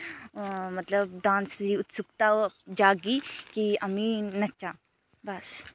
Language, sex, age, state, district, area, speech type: Dogri, female, 30-45, Jammu and Kashmir, Udhampur, urban, spontaneous